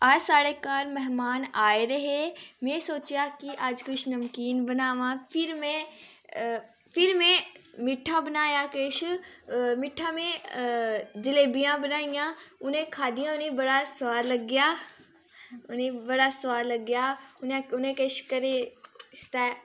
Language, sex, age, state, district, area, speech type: Dogri, female, 18-30, Jammu and Kashmir, Udhampur, urban, spontaneous